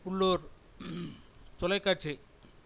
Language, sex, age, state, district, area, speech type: Tamil, male, 60+, Tamil Nadu, Cuddalore, rural, spontaneous